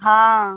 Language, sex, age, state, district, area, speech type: Hindi, female, 45-60, Uttar Pradesh, Mau, rural, conversation